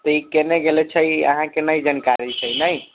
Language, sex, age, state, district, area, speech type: Maithili, male, 18-30, Bihar, Sitamarhi, urban, conversation